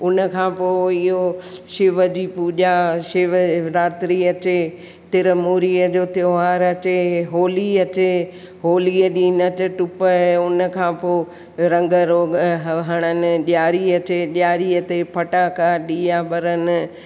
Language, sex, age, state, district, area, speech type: Sindhi, female, 60+, Rajasthan, Ajmer, urban, spontaneous